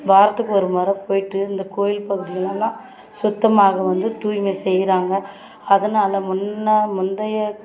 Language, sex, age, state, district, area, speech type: Tamil, female, 30-45, Tamil Nadu, Tirupattur, rural, spontaneous